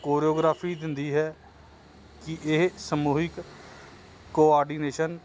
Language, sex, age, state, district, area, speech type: Punjabi, male, 30-45, Punjab, Hoshiarpur, urban, spontaneous